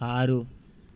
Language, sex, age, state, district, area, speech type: Telugu, male, 18-30, Telangana, Ranga Reddy, urban, read